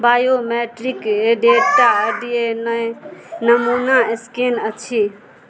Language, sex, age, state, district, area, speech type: Maithili, female, 30-45, Bihar, Madhubani, rural, read